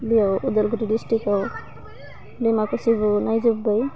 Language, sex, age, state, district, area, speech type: Bodo, female, 18-30, Assam, Udalguri, urban, spontaneous